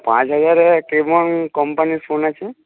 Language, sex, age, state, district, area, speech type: Bengali, male, 60+, West Bengal, Jhargram, rural, conversation